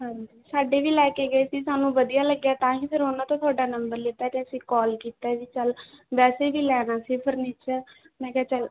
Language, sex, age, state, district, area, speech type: Punjabi, female, 18-30, Punjab, Barnala, rural, conversation